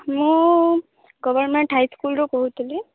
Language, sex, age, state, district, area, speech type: Odia, female, 18-30, Odisha, Malkangiri, urban, conversation